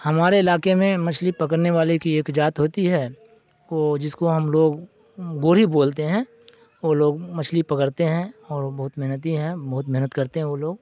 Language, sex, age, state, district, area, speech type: Urdu, male, 60+, Bihar, Darbhanga, rural, spontaneous